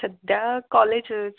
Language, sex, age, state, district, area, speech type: Marathi, female, 30-45, Maharashtra, Kolhapur, rural, conversation